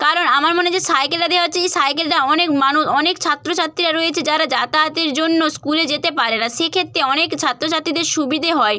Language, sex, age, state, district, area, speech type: Bengali, female, 30-45, West Bengal, Purba Medinipur, rural, spontaneous